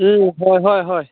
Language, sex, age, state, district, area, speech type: Assamese, male, 18-30, Assam, Dhemaji, rural, conversation